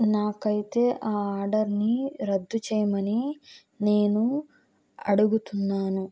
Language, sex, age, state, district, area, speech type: Telugu, female, 18-30, Andhra Pradesh, Krishna, rural, spontaneous